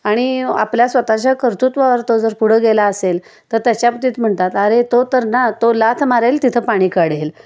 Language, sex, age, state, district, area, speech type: Marathi, female, 60+, Maharashtra, Kolhapur, urban, spontaneous